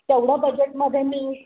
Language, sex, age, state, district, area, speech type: Marathi, female, 45-60, Maharashtra, Pune, urban, conversation